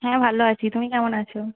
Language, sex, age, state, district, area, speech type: Bengali, female, 18-30, West Bengal, North 24 Parganas, urban, conversation